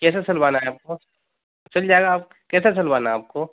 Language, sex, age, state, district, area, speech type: Hindi, male, 30-45, Madhya Pradesh, Hoshangabad, urban, conversation